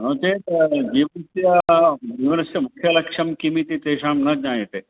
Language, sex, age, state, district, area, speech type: Sanskrit, male, 45-60, Karnataka, Uttara Kannada, rural, conversation